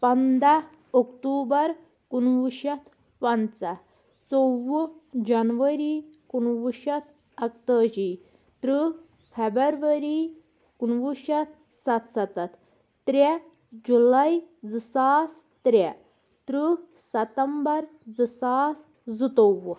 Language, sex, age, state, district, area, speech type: Kashmiri, female, 30-45, Jammu and Kashmir, Anantnag, rural, spontaneous